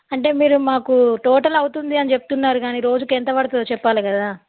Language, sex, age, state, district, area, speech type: Telugu, female, 30-45, Telangana, Karimnagar, rural, conversation